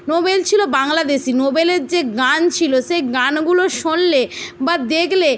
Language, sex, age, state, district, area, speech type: Bengali, female, 18-30, West Bengal, Jhargram, rural, spontaneous